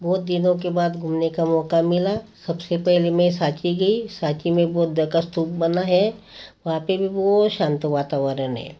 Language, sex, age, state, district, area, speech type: Hindi, female, 60+, Madhya Pradesh, Bhopal, urban, spontaneous